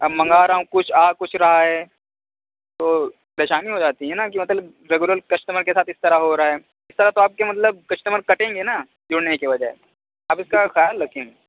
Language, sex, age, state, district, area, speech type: Urdu, male, 30-45, Uttar Pradesh, Muzaffarnagar, urban, conversation